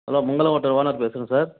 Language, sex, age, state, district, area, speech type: Tamil, male, 30-45, Tamil Nadu, Krishnagiri, rural, conversation